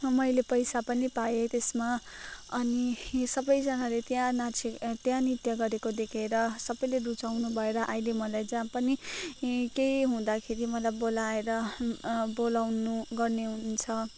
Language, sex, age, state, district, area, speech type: Nepali, female, 18-30, West Bengal, Kalimpong, rural, spontaneous